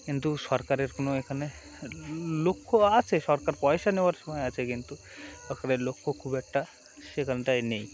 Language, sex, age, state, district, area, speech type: Bengali, male, 18-30, West Bengal, Uttar Dinajpur, urban, spontaneous